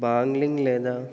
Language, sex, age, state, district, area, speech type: Telugu, male, 18-30, Telangana, Nagarkurnool, urban, spontaneous